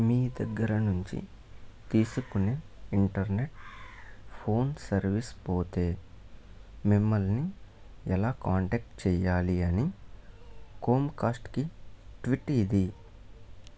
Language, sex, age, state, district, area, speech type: Telugu, male, 18-30, Andhra Pradesh, Eluru, urban, read